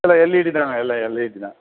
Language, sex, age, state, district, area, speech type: Tamil, male, 45-60, Tamil Nadu, Thanjavur, urban, conversation